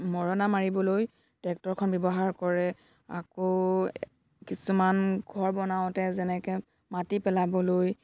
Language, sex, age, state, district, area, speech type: Assamese, female, 18-30, Assam, Dibrugarh, rural, spontaneous